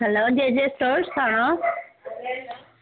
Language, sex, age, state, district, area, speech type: Malayalam, female, 45-60, Kerala, Kottayam, rural, conversation